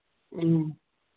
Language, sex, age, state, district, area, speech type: Manipuri, female, 45-60, Manipur, Churachandpur, rural, conversation